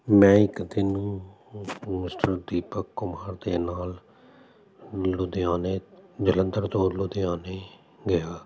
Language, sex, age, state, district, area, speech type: Punjabi, male, 45-60, Punjab, Jalandhar, urban, spontaneous